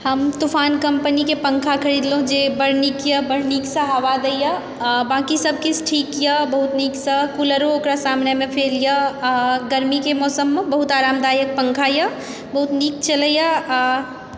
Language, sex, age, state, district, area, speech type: Maithili, female, 18-30, Bihar, Supaul, rural, spontaneous